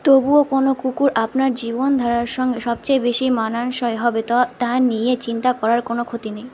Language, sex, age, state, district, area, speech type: Bengali, female, 18-30, West Bengal, Malda, urban, read